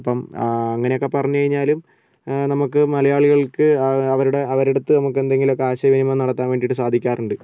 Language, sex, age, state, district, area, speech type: Malayalam, male, 30-45, Kerala, Wayanad, rural, spontaneous